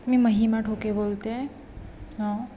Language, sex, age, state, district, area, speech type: Marathi, female, 18-30, Maharashtra, Ratnagiri, rural, spontaneous